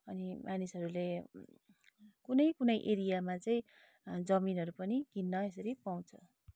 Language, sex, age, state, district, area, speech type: Nepali, female, 30-45, West Bengal, Darjeeling, rural, spontaneous